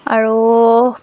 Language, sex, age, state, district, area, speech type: Assamese, female, 18-30, Assam, Tinsukia, urban, spontaneous